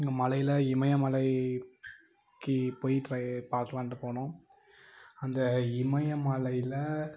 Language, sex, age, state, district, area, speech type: Tamil, male, 18-30, Tamil Nadu, Coimbatore, rural, spontaneous